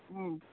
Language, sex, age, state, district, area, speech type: Tamil, male, 18-30, Tamil Nadu, Dharmapuri, urban, conversation